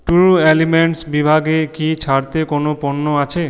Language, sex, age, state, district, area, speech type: Bengali, male, 18-30, West Bengal, Purulia, urban, read